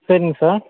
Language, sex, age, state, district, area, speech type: Tamil, male, 18-30, Tamil Nadu, Madurai, rural, conversation